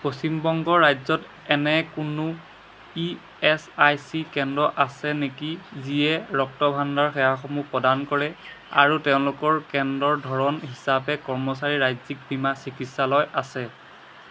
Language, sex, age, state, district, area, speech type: Assamese, male, 30-45, Assam, Jorhat, urban, read